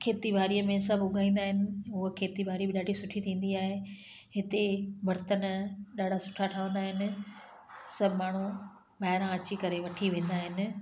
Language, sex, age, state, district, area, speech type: Sindhi, female, 45-60, Gujarat, Kutch, urban, spontaneous